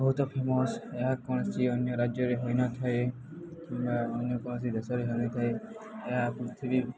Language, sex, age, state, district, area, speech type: Odia, male, 18-30, Odisha, Subarnapur, urban, spontaneous